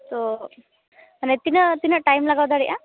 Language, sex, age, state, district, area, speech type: Santali, female, 18-30, West Bengal, Malda, rural, conversation